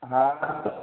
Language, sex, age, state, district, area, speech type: Urdu, male, 18-30, Uttar Pradesh, Balrampur, rural, conversation